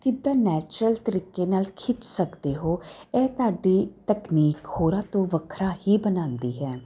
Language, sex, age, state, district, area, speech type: Punjabi, female, 30-45, Punjab, Jalandhar, urban, spontaneous